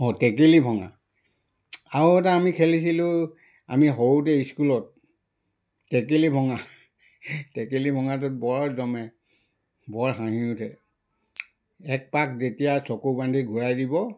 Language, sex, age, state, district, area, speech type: Assamese, male, 60+, Assam, Charaideo, rural, spontaneous